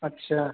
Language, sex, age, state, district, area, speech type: Hindi, male, 18-30, Uttar Pradesh, Azamgarh, rural, conversation